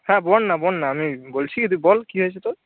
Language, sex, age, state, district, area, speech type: Bengali, male, 30-45, West Bengal, Purba Medinipur, rural, conversation